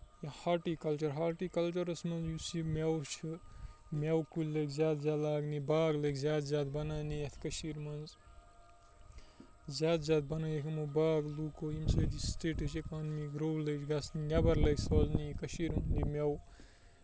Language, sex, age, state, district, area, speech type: Kashmiri, male, 18-30, Jammu and Kashmir, Kupwara, urban, spontaneous